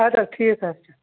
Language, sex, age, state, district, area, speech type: Kashmiri, female, 18-30, Jammu and Kashmir, Budgam, rural, conversation